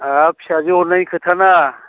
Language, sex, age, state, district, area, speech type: Bodo, male, 60+, Assam, Baksa, rural, conversation